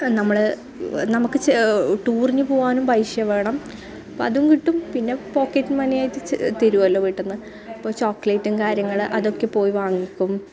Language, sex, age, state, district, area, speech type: Malayalam, female, 30-45, Kerala, Kasaragod, rural, spontaneous